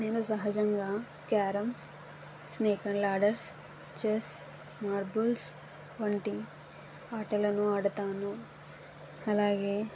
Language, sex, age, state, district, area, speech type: Telugu, female, 45-60, Andhra Pradesh, East Godavari, rural, spontaneous